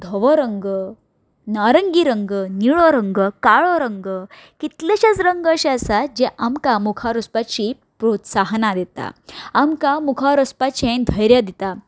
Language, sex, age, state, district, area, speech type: Goan Konkani, female, 30-45, Goa, Ponda, rural, spontaneous